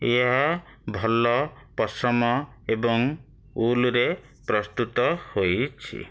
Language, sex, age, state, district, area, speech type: Odia, male, 60+, Odisha, Bhadrak, rural, spontaneous